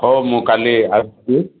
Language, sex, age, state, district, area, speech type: Odia, male, 60+, Odisha, Gajapati, rural, conversation